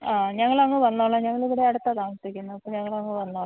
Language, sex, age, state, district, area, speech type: Malayalam, female, 60+, Kerala, Idukki, rural, conversation